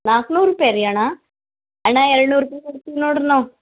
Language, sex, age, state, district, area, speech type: Kannada, female, 18-30, Karnataka, Gulbarga, urban, conversation